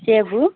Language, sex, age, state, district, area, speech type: Kannada, female, 30-45, Karnataka, Vijayanagara, rural, conversation